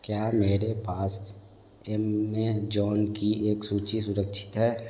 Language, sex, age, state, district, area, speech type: Hindi, male, 18-30, Uttar Pradesh, Sonbhadra, rural, read